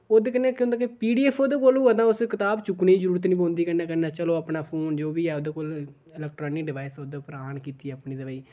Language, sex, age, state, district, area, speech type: Dogri, male, 18-30, Jammu and Kashmir, Udhampur, rural, spontaneous